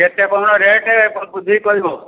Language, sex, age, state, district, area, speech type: Odia, male, 60+, Odisha, Angul, rural, conversation